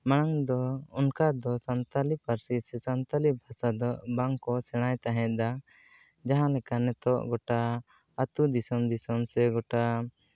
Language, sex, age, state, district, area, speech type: Santali, male, 18-30, Jharkhand, East Singhbhum, rural, spontaneous